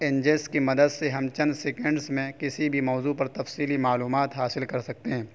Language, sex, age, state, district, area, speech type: Urdu, male, 18-30, Uttar Pradesh, Saharanpur, urban, spontaneous